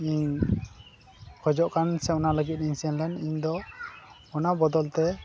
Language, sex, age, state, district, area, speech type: Santali, male, 18-30, West Bengal, Malda, rural, spontaneous